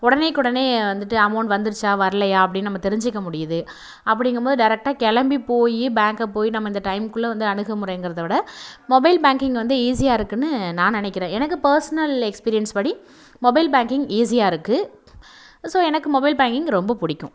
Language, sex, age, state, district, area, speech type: Tamil, female, 18-30, Tamil Nadu, Nagapattinam, rural, spontaneous